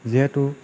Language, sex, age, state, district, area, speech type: Assamese, male, 30-45, Assam, Nagaon, rural, spontaneous